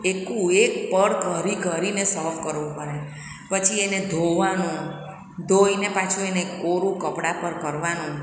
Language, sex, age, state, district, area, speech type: Gujarati, female, 60+, Gujarat, Surat, urban, spontaneous